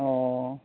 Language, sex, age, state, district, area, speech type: Manipuri, female, 60+, Manipur, Kangpokpi, urban, conversation